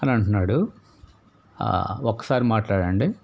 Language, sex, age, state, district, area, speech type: Telugu, male, 60+, Andhra Pradesh, Palnadu, urban, spontaneous